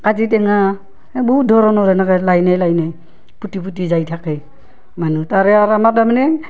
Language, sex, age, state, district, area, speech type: Assamese, female, 30-45, Assam, Barpeta, rural, spontaneous